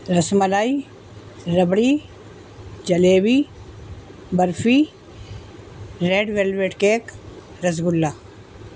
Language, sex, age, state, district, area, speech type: Urdu, female, 60+, Delhi, North East Delhi, urban, spontaneous